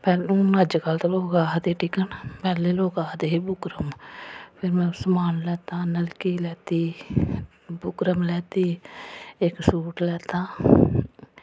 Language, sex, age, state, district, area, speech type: Dogri, female, 30-45, Jammu and Kashmir, Samba, urban, spontaneous